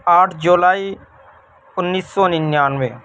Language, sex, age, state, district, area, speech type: Urdu, male, 18-30, Delhi, Central Delhi, urban, spontaneous